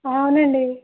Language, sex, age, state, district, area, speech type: Telugu, female, 30-45, Andhra Pradesh, Krishna, rural, conversation